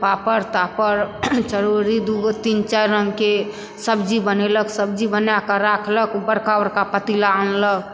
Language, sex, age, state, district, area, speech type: Maithili, female, 60+, Bihar, Supaul, rural, spontaneous